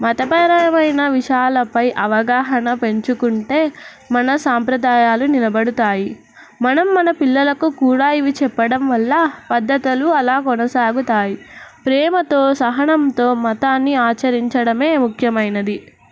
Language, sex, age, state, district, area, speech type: Telugu, female, 18-30, Telangana, Nizamabad, urban, spontaneous